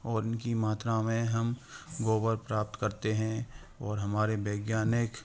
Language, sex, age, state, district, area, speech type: Hindi, male, 18-30, Rajasthan, Karauli, rural, spontaneous